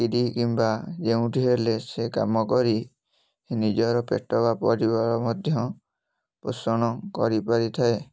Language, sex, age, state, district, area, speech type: Odia, male, 18-30, Odisha, Kalahandi, rural, spontaneous